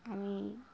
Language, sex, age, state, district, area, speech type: Bengali, female, 60+, West Bengal, Darjeeling, rural, spontaneous